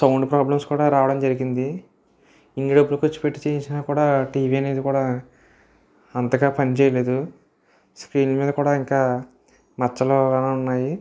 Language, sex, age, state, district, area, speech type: Telugu, male, 18-30, Andhra Pradesh, Eluru, rural, spontaneous